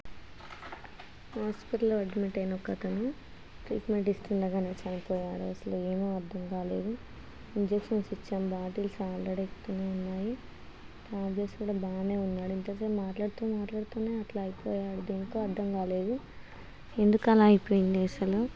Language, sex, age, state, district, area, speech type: Telugu, female, 30-45, Telangana, Hanamkonda, rural, spontaneous